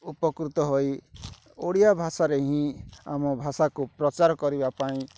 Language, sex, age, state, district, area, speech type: Odia, male, 30-45, Odisha, Rayagada, rural, spontaneous